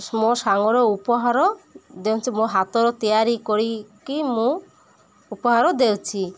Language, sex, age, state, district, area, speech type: Odia, female, 30-45, Odisha, Malkangiri, urban, spontaneous